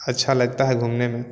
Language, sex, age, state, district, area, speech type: Hindi, male, 18-30, Bihar, Samastipur, rural, spontaneous